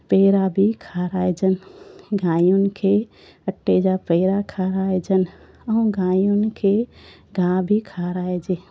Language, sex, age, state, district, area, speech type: Sindhi, female, 30-45, Gujarat, Junagadh, urban, spontaneous